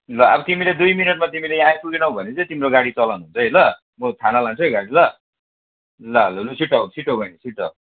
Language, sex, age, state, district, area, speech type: Nepali, male, 60+, West Bengal, Darjeeling, rural, conversation